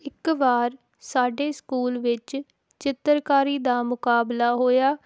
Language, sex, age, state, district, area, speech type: Punjabi, female, 18-30, Punjab, Hoshiarpur, rural, spontaneous